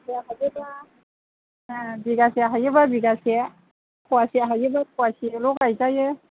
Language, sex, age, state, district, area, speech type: Bodo, female, 30-45, Assam, Chirang, urban, conversation